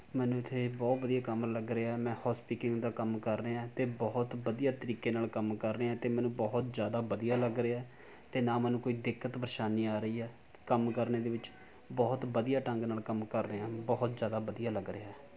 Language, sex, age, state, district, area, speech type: Punjabi, male, 18-30, Punjab, Rupnagar, urban, spontaneous